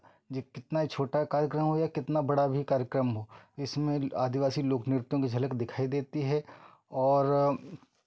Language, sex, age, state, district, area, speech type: Hindi, male, 30-45, Madhya Pradesh, Betul, rural, spontaneous